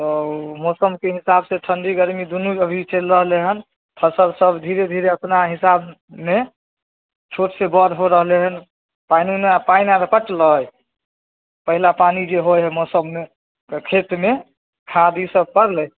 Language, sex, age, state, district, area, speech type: Maithili, male, 30-45, Bihar, Samastipur, rural, conversation